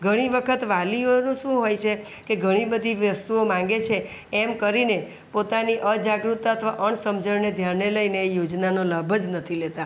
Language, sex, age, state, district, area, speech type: Gujarati, female, 45-60, Gujarat, Surat, urban, spontaneous